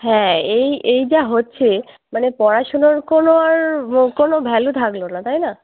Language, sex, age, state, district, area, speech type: Bengali, female, 18-30, West Bengal, Uttar Dinajpur, urban, conversation